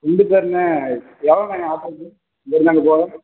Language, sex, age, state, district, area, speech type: Tamil, male, 18-30, Tamil Nadu, Ariyalur, rural, conversation